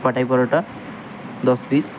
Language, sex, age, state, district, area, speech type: Bengali, male, 18-30, West Bengal, Purba Medinipur, rural, spontaneous